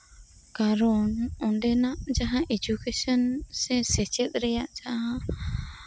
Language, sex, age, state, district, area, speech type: Santali, female, 18-30, West Bengal, Birbhum, rural, spontaneous